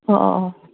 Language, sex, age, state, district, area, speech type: Bodo, female, 45-60, Assam, Udalguri, urban, conversation